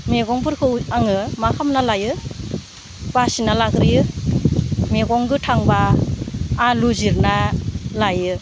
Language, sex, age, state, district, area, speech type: Bodo, female, 45-60, Assam, Udalguri, rural, spontaneous